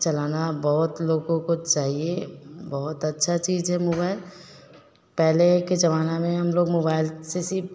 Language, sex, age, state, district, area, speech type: Hindi, female, 30-45, Bihar, Vaishali, urban, spontaneous